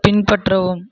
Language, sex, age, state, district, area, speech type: Tamil, male, 18-30, Tamil Nadu, Krishnagiri, rural, read